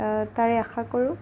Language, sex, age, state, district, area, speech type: Assamese, female, 30-45, Assam, Darrang, rural, spontaneous